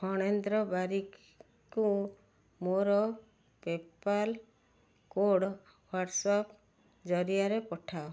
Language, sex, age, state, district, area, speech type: Odia, female, 45-60, Odisha, Cuttack, urban, read